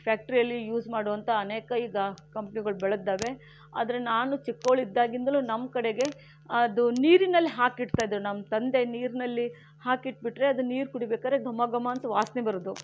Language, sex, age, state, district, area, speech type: Kannada, female, 60+, Karnataka, Shimoga, rural, spontaneous